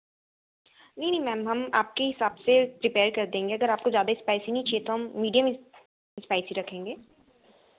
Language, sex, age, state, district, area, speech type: Hindi, female, 18-30, Madhya Pradesh, Ujjain, urban, conversation